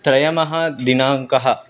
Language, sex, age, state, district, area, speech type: Sanskrit, male, 18-30, Tamil Nadu, Viluppuram, rural, spontaneous